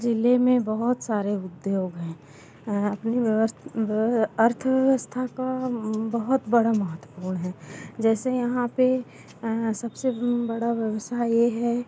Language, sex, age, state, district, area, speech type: Hindi, female, 30-45, Madhya Pradesh, Bhopal, rural, spontaneous